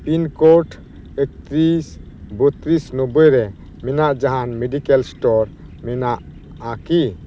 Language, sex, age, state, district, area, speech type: Santali, male, 45-60, West Bengal, Dakshin Dinajpur, rural, read